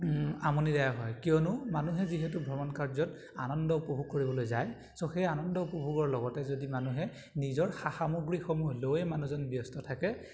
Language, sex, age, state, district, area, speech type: Assamese, male, 18-30, Assam, Majuli, urban, spontaneous